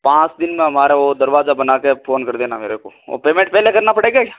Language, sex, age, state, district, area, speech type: Hindi, male, 30-45, Rajasthan, Nagaur, rural, conversation